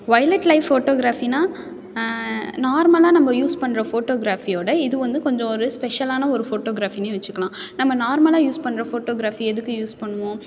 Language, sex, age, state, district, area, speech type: Tamil, female, 18-30, Tamil Nadu, Tiruchirappalli, rural, spontaneous